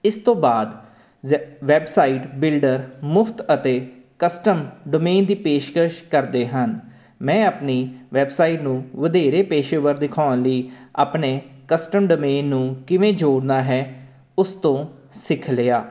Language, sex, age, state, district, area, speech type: Punjabi, male, 30-45, Punjab, Jalandhar, urban, spontaneous